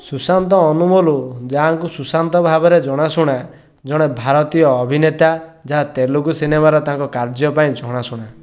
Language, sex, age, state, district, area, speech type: Odia, male, 18-30, Odisha, Dhenkanal, rural, read